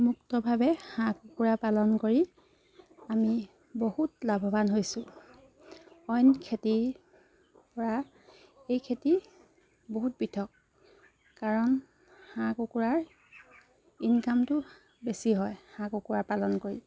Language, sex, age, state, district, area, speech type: Assamese, female, 30-45, Assam, Charaideo, rural, spontaneous